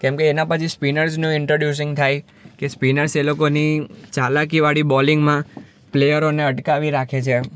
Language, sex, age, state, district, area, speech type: Gujarati, male, 18-30, Gujarat, Surat, urban, spontaneous